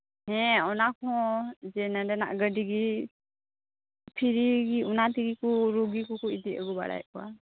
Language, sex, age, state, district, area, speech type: Santali, female, 18-30, West Bengal, Malda, rural, conversation